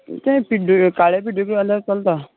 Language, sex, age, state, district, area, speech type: Goan Konkani, male, 18-30, Goa, Canacona, rural, conversation